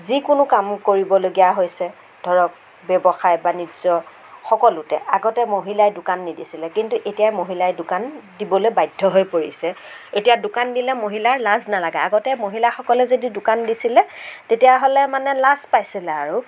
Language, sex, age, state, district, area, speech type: Assamese, female, 60+, Assam, Darrang, rural, spontaneous